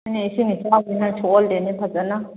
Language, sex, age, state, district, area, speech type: Manipuri, female, 45-60, Manipur, Kakching, rural, conversation